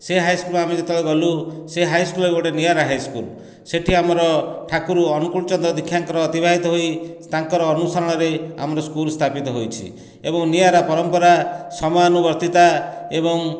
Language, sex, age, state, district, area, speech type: Odia, male, 45-60, Odisha, Dhenkanal, rural, spontaneous